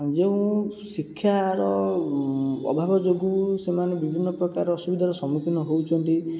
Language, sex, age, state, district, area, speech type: Odia, male, 18-30, Odisha, Jajpur, rural, spontaneous